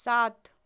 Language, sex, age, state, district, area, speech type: Hindi, female, 18-30, Madhya Pradesh, Hoshangabad, urban, read